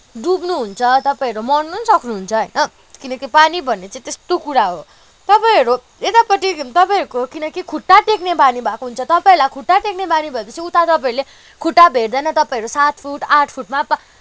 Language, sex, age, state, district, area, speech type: Nepali, female, 30-45, West Bengal, Kalimpong, rural, spontaneous